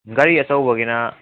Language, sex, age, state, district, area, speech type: Manipuri, male, 18-30, Manipur, Kakching, rural, conversation